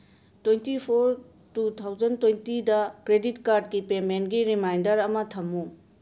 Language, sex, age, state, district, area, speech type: Manipuri, female, 30-45, Manipur, Imphal West, urban, read